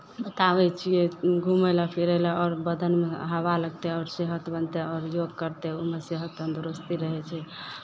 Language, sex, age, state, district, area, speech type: Maithili, female, 18-30, Bihar, Madhepura, rural, spontaneous